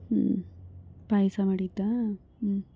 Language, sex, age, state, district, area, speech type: Kannada, female, 18-30, Karnataka, Bangalore Rural, rural, spontaneous